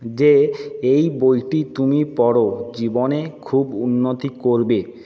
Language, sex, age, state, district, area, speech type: Bengali, male, 30-45, West Bengal, Jhargram, rural, spontaneous